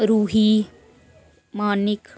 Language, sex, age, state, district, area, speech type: Dogri, female, 45-60, Jammu and Kashmir, Reasi, rural, spontaneous